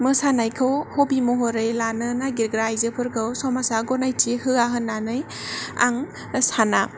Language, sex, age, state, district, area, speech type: Bodo, female, 18-30, Assam, Kokrajhar, rural, spontaneous